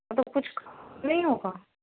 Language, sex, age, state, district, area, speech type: Urdu, female, 30-45, Delhi, South Delhi, rural, conversation